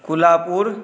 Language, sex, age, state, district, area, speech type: Maithili, male, 18-30, Bihar, Saharsa, rural, spontaneous